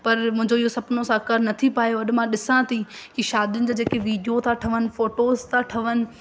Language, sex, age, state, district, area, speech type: Sindhi, female, 18-30, Madhya Pradesh, Katni, rural, spontaneous